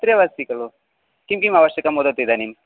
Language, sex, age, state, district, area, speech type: Sanskrit, male, 30-45, Karnataka, Vijayapura, urban, conversation